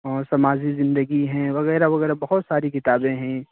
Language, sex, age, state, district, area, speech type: Urdu, male, 45-60, Uttar Pradesh, Lucknow, rural, conversation